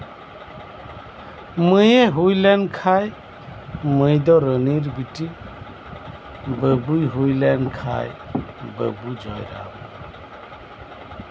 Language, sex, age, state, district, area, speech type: Santali, male, 45-60, West Bengal, Birbhum, rural, spontaneous